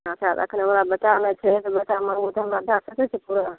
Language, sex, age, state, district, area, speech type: Maithili, female, 45-60, Bihar, Madhepura, rural, conversation